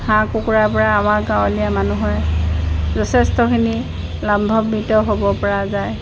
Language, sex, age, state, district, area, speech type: Assamese, female, 60+, Assam, Dibrugarh, rural, spontaneous